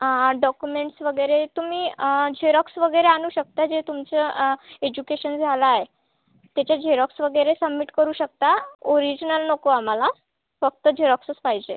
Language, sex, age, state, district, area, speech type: Marathi, female, 18-30, Maharashtra, Wardha, urban, conversation